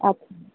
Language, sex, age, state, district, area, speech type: Assamese, female, 30-45, Assam, Charaideo, urban, conversation